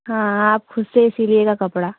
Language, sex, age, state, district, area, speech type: Hindi, female, 18-30, Uttar Pradesh, Ghazipur, rural, conversation